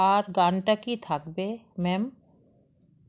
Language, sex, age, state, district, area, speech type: Bengali, female, 45-60, West Bengal, Alipurduar, rural, read